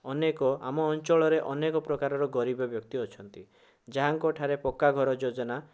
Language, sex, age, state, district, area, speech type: Odia, male, 18-30, Odisha, Bhadrak, rural, spontaneous